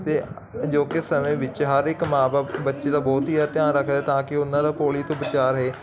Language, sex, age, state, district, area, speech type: Punjabi, male, 45-60, Punjab, Barnala, rural, spontaneous